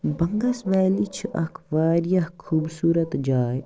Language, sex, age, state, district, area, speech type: Kashmiri, male, 45-60, Jammu and Kashmir, Baramulla, rural, spontaneous